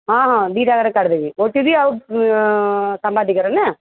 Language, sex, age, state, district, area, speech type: Odia, female, 45-60, Odisha, Sundergarh, rural, conversation